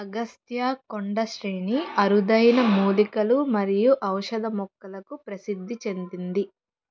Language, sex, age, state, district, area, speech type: Telugu, female, 18-30, Andhra Pradesh, Palnadu, rural, read